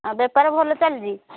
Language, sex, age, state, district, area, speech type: Odia, female, 45-60, Odisha, Angul, rural, conversation